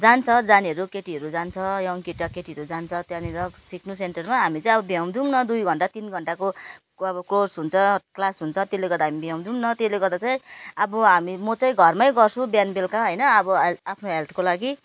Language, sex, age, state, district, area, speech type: Nepali, female, 30-45, West Bengal, Jalpaiguri, urban, spontaneous